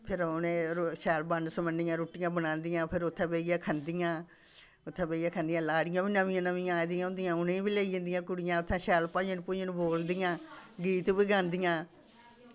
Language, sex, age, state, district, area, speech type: Dogri, female, 60+, Jammu and Kashmir, Samba, urban, spontaneous